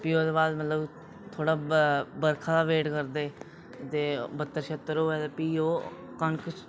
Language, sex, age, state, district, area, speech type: Dogri, male, 18-30, Jammu and Kashmir, Reasi, rural, spontaneous